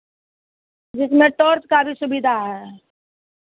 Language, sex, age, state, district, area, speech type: Hindi, female, 30-45, Bihar, Madhepura, rural, conversation